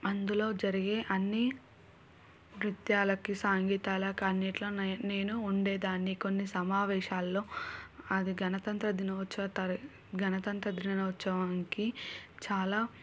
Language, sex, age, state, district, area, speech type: Telugu, female, 18-30, Telangana, Suryapet, urban, spontaneous